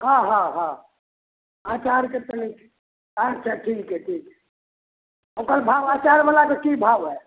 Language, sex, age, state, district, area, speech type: Maithili, male, 60+, Bihar, Samastipur, rural, conversation